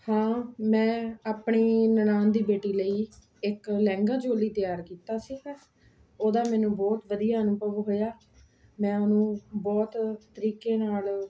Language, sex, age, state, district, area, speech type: Punjabi, female, 45-60, Punjab, Ludhiana, urban, spontaneous